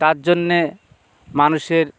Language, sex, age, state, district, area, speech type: Bengali, male, 60+, West Bengal, Bankura, urban, spontaneous